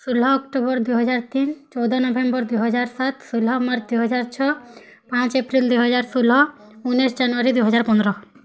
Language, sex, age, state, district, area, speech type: Odia, female, 18-30, Odisha, Bargarh, urban, spontaneous